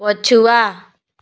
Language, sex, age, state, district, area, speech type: Odia, female, 60+, Odisha, Boudh, rural, read